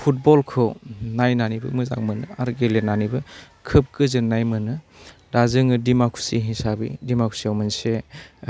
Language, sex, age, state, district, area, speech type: Bodo, male, 30-45, Assam, Udalguri, rural, spontaneous